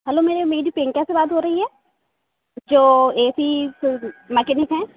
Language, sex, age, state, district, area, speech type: Hindi, female, 18-30, Madhya Pradesh, Hoshangabad, rural, conversation